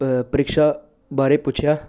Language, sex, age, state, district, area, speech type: Punjabi, male, 18-30, Punjab, Jalandhar, urban, spontaneous